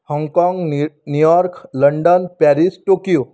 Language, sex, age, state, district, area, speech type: Marathi, female, 18-30, Maharashtra, Amravati, rural, spontaneous